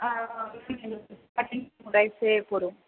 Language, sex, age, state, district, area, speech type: Tamil, female, 45-60, Tamil Nadu, Ranipet, urban, conversation